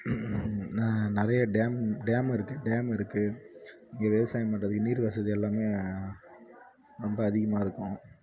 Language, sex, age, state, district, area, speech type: Tamil, male, 18-30, Tamil Nadu, Kallakurichi, rural, spontaneous